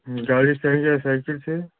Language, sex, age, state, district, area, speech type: Hindi, male, 30-45, Uttar Pradesh, Ghazipur, rural, conversation